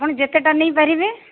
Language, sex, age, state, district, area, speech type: Odia, female, 45-60, Odisha, Sambalpur, rural, conversation